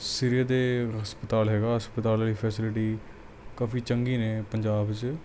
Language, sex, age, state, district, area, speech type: Punjabi, male, 18-30, Punjab, Mansa, urban, spontaneous